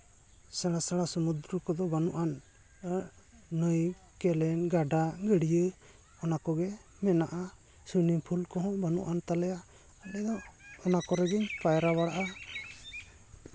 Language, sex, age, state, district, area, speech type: Santali, male, 30-45, West Bengal, Jhargram, rural, spontaneous